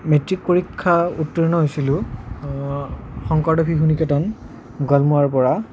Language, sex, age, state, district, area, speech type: Assamese, male, 30-45, Assam, Nalbari, rural, spontaneous